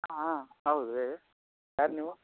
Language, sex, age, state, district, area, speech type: Kannada, male, 30-45, Karnataka, Raichur, rural, conversation